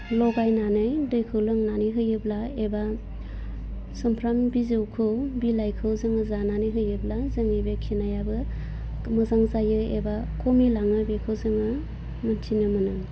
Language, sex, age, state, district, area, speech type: Bodo, female, 30-45, Assam, Udalguri, rural, spontaneous